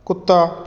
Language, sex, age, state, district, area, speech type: Punjabi, male, 30-45, Punjab, Kapurthala, urban, read